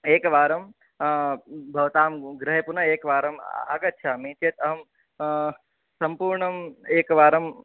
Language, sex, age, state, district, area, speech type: Sanskrit, male, 18-30, Rajasthan, Jodhpur, urban, conversation